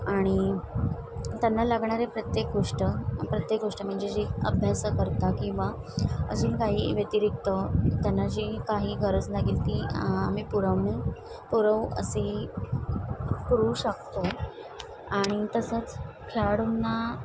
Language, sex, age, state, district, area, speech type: Marathi, female, 18-30, Maharashtra, Mumbai Suburban, urban, spontaneous